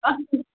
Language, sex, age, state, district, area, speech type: Kashmiri, other, 18-30, Jammu and Kashmir, Bandipora, rural, conversation